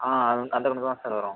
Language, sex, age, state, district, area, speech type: Tamil, male, 30-45, Tamil Nadu, Pudukkottai, rural, conversation